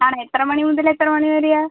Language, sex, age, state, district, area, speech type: Malayalam, female, 30-45, Kerala, Wayanad, rural, conversation